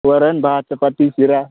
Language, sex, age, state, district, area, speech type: Marathi, male, 18-30, Maharashtra, Nanded, rural, conversation